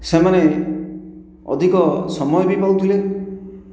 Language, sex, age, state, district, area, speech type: Odia, male, 60+, Odisha, Khordha, rural, spontaneous